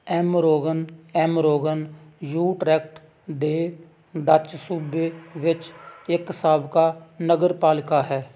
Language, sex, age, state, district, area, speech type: Punjabi, male, 45-60, Punjab, Hoshiarpur, rural, read